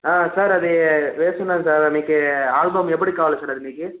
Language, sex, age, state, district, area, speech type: Telugu, male, 18-30, Andhra Pradesh, Chittoor, urban, conversation